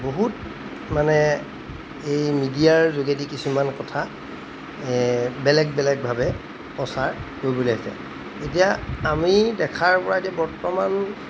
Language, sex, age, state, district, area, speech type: Assamese, male, 45-60, Assam, Golaghat, urban, spontaneous